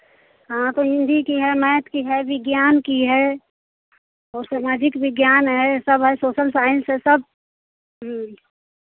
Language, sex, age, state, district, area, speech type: Hindi, female, 45-60, Uttar Pradesh, Chandauli, rural, conversation